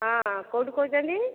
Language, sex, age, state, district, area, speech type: Odia, female, 45-60, Odisha, Dhenkanal, rural, conversation